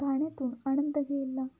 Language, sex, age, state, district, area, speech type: Marathi, female, 18-30, Maharashtra, Satara, rural, spontaneous